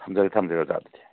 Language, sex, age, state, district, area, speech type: Manipuri, male, 45-60, Manipur, Kangpokpi, urban, conversation